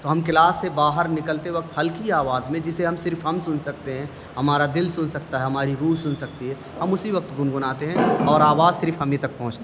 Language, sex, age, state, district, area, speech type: Urdu, male, 30-45, Delhi, North East Delhi, urban, spontaneous